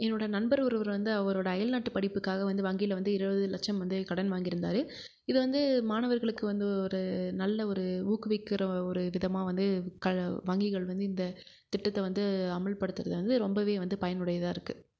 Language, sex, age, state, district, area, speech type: Tamil, female, 18-30, Tamil Nadu, Krishnagiri, rural, spontaneous